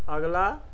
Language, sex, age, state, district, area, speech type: Punjabi, male, 45-60, Punjab, Pathankot, rural, read